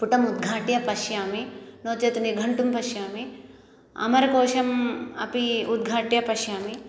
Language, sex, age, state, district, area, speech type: Sanskrit, female, 30-45, Andhra Pradesh, East Godavari, rural, spontaneous